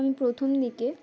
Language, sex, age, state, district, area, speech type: Bengali, female, 18-30, West Bengal, Uttar Dinajpur, urban, spontaneous